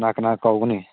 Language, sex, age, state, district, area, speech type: Manipuri, male, 18-30, Manipur, Chandel, rural, conversation